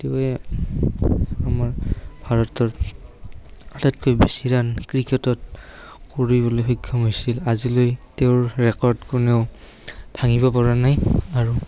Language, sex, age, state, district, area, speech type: Assamese, male, 18-30, Assam, Barpeta, rural, spontaneous